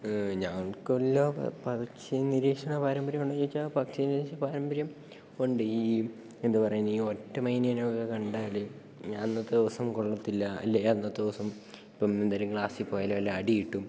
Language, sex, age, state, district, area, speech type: Malayalam, male, 18-30, Kerala, Idukki, rural, spontaneous